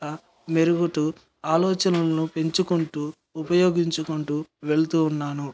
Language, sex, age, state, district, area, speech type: Telugu, male, 18-30, Andhra Pradesh, Nellore, rural, spontaneous